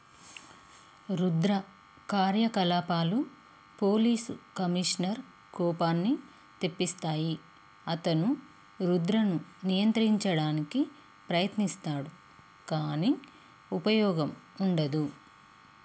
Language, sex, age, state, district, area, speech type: Telugu, female, 30-45, Telangana, Peddapalli, urban, read